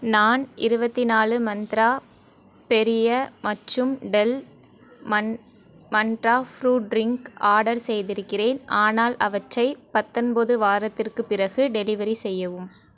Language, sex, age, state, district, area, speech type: Tamil, female, 18-30, Tamil Nadu, Thoothukudi, rural, read